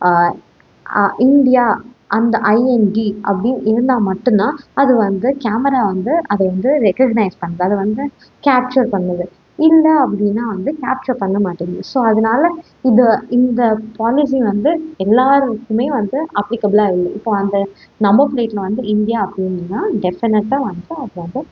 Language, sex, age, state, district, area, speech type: Tamil, female, 18-30, Tamil Nadu, Salem, urban, spontaneous